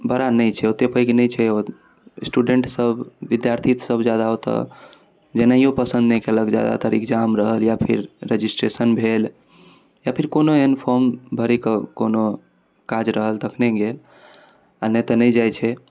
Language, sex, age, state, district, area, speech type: Maithili, male, 18-30, Bihar, Darbhanga, urban, spontaneous